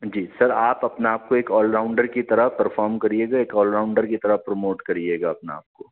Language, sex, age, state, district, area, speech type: Urdu, male, 45-60, Delhi, South Delhi, urban, conversation